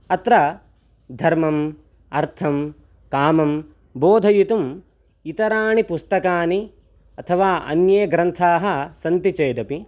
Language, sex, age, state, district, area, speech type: Sanskrit, male, 18-30, Karnataka, Chitradurga, rural, spontaneous